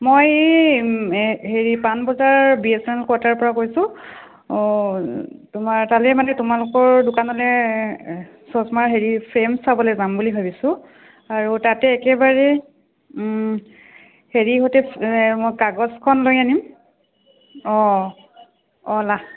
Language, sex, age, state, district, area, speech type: Assamese, female, 30-45, Assam, Kamrup Metropolitan, urban, conversation